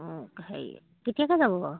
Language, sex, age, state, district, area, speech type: Assamese, female, 45-60, Assam, Charaideo, rural, conversation